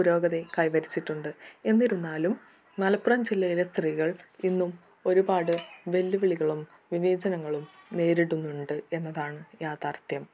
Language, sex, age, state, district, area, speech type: Malayalam, female, 18-30, Kerala, Malappuram, urban, spontaneous